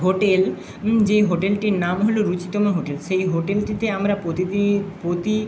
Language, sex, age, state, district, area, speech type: Bengali, male, 60+, West Bengal, Jhargram, rural, spontaneous